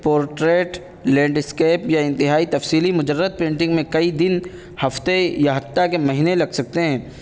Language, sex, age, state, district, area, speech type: Urdu, male, 18-30, Uttar Pradesh, Saharanpur, urban, spontaneous